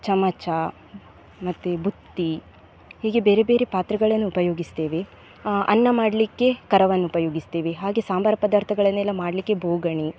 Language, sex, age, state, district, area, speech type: Kannada, female, 18-30, Karnataka, Dakshina Kannada, urban, spontaneous